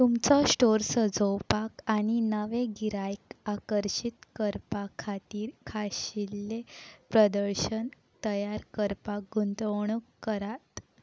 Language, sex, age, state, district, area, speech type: Goan Konkani, female, 18-30, Goa, Salcete, rural, read